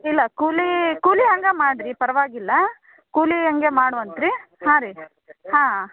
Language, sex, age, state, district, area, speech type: Kannada, female, 30-45, Karnataka, Koppal, rural, conversation